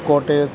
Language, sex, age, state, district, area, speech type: Malayalam, male, 45-60, Kerala, Kottayam, urban, spontaneous